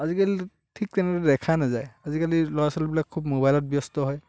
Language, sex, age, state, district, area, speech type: Assamese, male, 18-30, Assam, Lakhimpur, rural, spontaneous